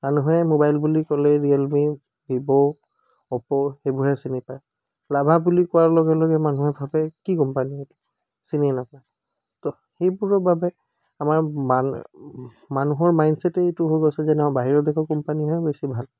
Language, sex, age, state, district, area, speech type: Assamese, male, 18-30, Assam, Charaideo, urban, spontaneous